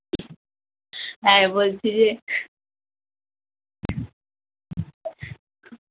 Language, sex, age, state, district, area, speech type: Bengali, female, 18-30, West Bengal, Alipurduar, rural, conversation